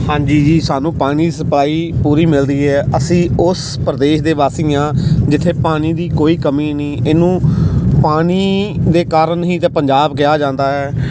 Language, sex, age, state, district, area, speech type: Punjabi, male, 30-45, Punjab, Amritsar, urban, spontaneous